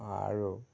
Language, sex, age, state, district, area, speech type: Assamese, male, 60+, Assam, Majuli, urban, spontaneous